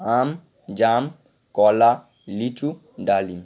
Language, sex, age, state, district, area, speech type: Bengali, male, 18-30, West Bengal, Howrah, urban, spontaneous